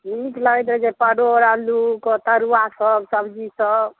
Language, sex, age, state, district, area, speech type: Maithili, female, 18-30, Bihar, Madhubani, rural, conversation